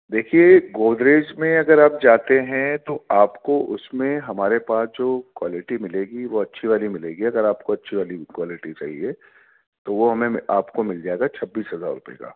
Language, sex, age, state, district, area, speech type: Urdu, male, 30-45, Delhi, Central Delhi, urban, conversation